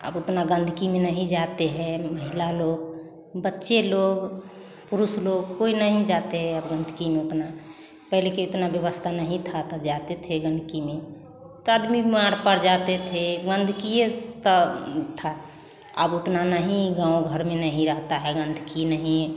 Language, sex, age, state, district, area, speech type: Hindi, female, 30-45, Bihar, Samastipur, rural, spontaneous